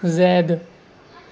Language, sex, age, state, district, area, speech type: Urdu, male, 18-30, Maharashtra, Nashik, urban, spontaneous